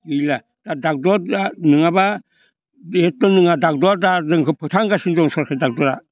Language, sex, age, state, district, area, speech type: Bodo, male, 60+, Assam, Baksa, urban, spontaneous